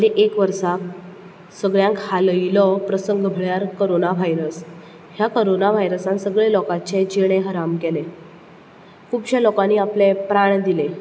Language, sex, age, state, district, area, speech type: Goan Konkani, female, 18-30, Goa, Canacona, rural, spontaneous